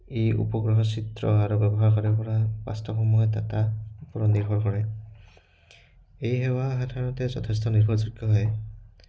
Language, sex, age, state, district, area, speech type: Assamese, male, 18-30, Assam, Udalguri, rural, spontaneous